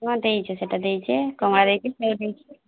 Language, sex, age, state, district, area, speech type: Odia, female, 18-30, Odisha, Mayurbhanj, rural, conversation